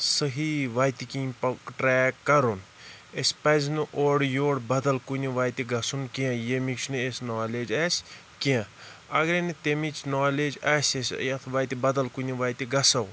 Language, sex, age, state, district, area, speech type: Kashmiri, male, 30-45, Jammu and Kashmir, Shopian, rural, spontaneous